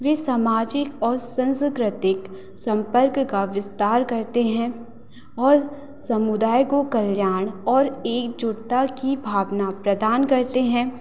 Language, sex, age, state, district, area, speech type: Hindi, female, 18-30, Madhya Pradesh, Hoshangabad, rural, spontaneous